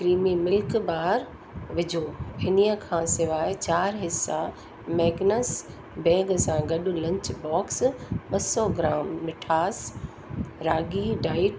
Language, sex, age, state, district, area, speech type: Sindhi, female, 60+, Uttar Pradesh, Lucknow, urban, read